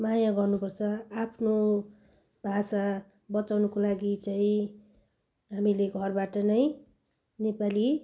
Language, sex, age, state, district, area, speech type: Nepali, female, 45-60, West Bengal, Jalpaiguri, urban, spontaneous